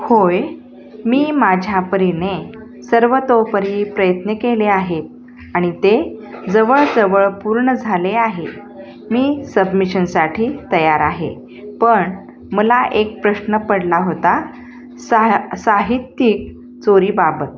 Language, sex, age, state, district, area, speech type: Marathi, female, 45-60, Maharashtra, Osmanabad, rural, read